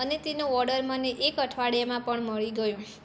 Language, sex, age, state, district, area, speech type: Gujarati, female, 18-30, Gujarat, Mehsana, rural, spontaneous